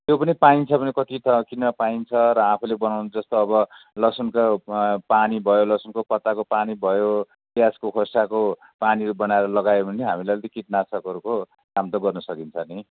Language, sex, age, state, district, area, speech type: Nepali, male, 60+, West Bengal, Kalimpong, rural, conversation